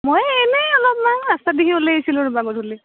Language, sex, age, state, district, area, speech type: Assamese, female, 18-30, Assam, Nalbari, rural, conversation